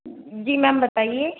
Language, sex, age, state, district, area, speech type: Hindi, female, 60+, Rajasthan, Jodhpur, urban, conversation